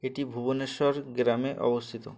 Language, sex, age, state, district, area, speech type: Bengali, male, 18-30, West Bengal, Uttar Dinajpur, urban, read